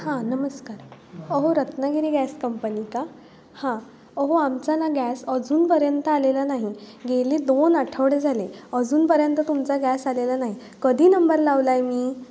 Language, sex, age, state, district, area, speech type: Marathi, female, 18-30, Maharashtra, Ratnagiri, rural, spontaneous